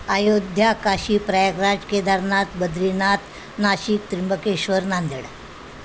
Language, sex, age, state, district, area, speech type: Marathi, female, 60+, Maharashtra, Nanded, rural, spontaneous